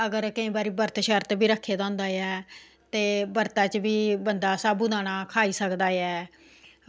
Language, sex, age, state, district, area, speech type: Dogri, female, 45-60, Jammu and Kashmir, Samba, rural, spontaneous